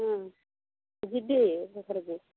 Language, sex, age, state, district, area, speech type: Odia, female, 30-45, Odisha, Sambalpur, rural, conversation